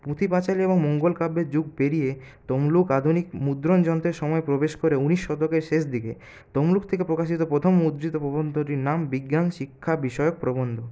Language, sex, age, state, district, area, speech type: Bengali, male, 30-45, West Bengal, Purulia, urban, spontaneous